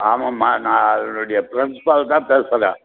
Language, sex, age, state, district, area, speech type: Tamil, male, 60+, Tamil Nadu, Krishnagiri, rural, conversation